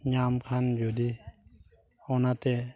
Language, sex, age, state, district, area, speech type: Santali, male, 30-45, West Bengal, Purulia, rural, spontaneous